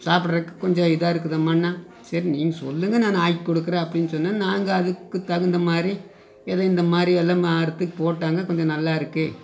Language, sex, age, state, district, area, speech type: Tamil, male, 45-60, Tamil Nadu, Coimbatore, rural, spontaneous